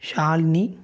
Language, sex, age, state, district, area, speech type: Tamil, male, 18-30, Tamil Nadu, Coimbatore, urban, spontaneous